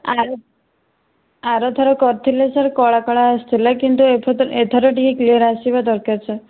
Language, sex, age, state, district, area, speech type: Odia, female, 18-30, Odisha, Kandhamal, rural, conversation